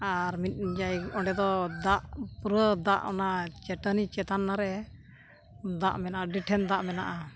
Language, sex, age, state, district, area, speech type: Santali, female, 60+, Odisha, Mayurbhanj, rural, spontaneous